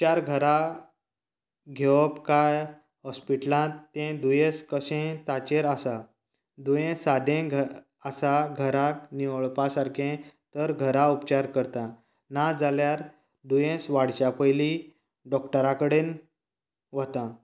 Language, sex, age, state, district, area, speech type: Goan Konkani, male, 30-45, Goa, Canacona, rural, spontaneous